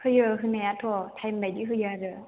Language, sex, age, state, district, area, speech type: Bodo, female, 18-30, Assam, Chirang, urban, conversation